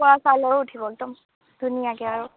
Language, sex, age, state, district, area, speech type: Assamese, female, 18-30, Assam, Biswanath, rural, conversation